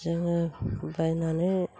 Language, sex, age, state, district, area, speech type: Bodo, female, 45-60, Assam, Chirang, rural, spontaneous